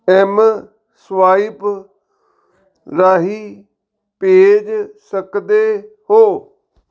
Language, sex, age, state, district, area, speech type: Punjabi, male, 45-60, Punjab, Fazilka, rural, read